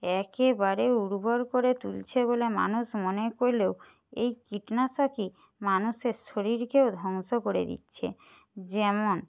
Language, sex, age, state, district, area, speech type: Bengali, female, 60+, West Bengal, Jhargram, rural, spontaneous